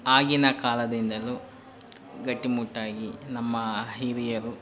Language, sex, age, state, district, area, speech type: Kannada, male, 18-30, Karnataka, Kolar, rural, spontaneous